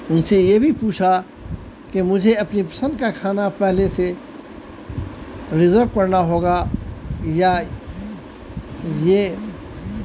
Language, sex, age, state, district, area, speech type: Urdu, male, 60+, Delhi, South Delhi, urban, spontaneous